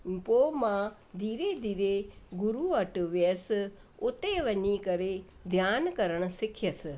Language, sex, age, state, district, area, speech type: Sindhi, female, 60+, Rajasthan, Ajmer, urban, spontaneous